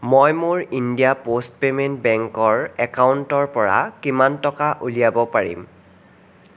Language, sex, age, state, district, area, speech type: Assamese, male, 18-30, Assam, Sonitpur, rural, read